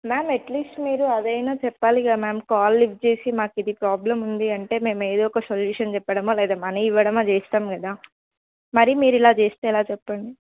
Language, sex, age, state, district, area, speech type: Telugu, female, 18-30, Telangana, Hanamkonda, rural, conversation